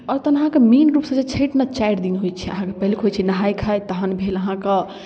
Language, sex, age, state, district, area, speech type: Maithili, female, 18-30, Bihar, Darbhanga, rural, spontaneous